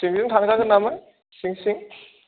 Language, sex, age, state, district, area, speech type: Bodo, male, 30-45, Assam, Kokrajhar, rural, conversation